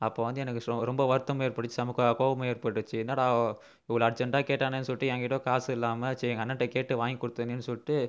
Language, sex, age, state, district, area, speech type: Tamil, male, 18-30, Tamil Nadu, Viluppuram, urban, spontaneous